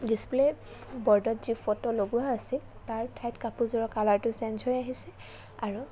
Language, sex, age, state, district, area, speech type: Assamese, female, 18-30, Assam, Kamrup Metropolitan, urban, spontaneous